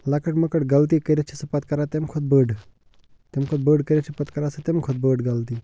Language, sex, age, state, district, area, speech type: Kashmiri, male, 30-45, Jammu and Kashmir, Bandipora, rural, spontaneous